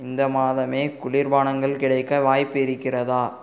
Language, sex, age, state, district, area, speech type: Tamil, male, 18-30, Tamil Nadu, Cuddalore, rural, read